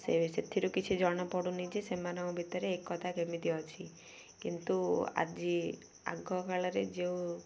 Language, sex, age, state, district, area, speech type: Odia, female, 18-30, Odisha, Ganjam, urban, spontaneous